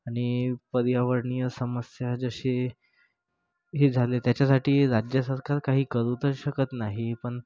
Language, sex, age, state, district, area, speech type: Marathi, male, 30-45, Maharashtra, Nagpur, urban, spontaneous